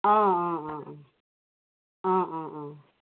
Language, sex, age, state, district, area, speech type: Assamese, female, 45-60, Assam, Lakhimpur, rural, conversation